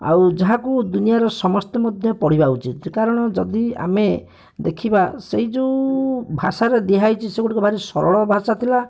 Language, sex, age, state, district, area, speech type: Odia, male, 45-60, Odisha, Bhadrak, rural, spontaneous